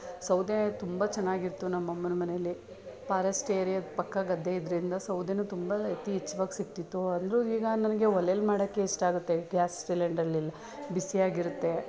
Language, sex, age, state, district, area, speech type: Kannada, female, 30-45, Karnataka, Mandya, urban, spontaneous